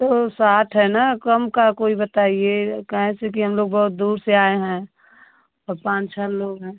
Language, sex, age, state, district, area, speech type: Hindi, female, 30-45, Uttar Pradesh, Ghazipur, rural, conversation